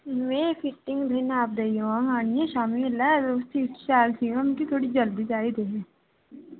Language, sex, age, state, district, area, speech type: Dogri, female, 18-30, Jammu and Kashmir, Reasi, rural, conversation